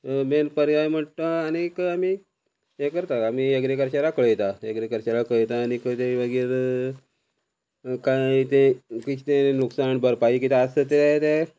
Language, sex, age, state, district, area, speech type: Goan Konkani, male, 45-60, Goa, Quepem, rural, spontaneous